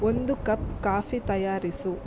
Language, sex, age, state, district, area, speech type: Kannada, female, 30-45, Karnataka, Udupi, rural, read